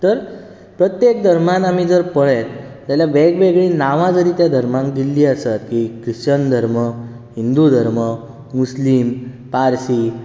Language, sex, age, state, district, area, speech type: Goan Konkani, male, 18-30, Goa, Bardez, urban, spontaneous